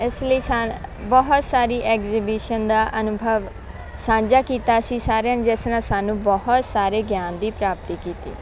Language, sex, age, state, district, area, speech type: Punjabi, female, 18-30, Punjab, Faridkot, rural, spontaneous